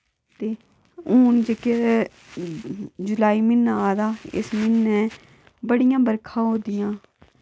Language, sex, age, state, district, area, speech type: Dogri, female, 30-45, Jammu and Kashmir, Udhampur, rural, spontaneous